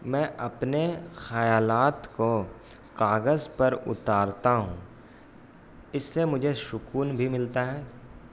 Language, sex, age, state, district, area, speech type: Urdu, male, 18-30, Bihar, Gaya, rural, spontaneous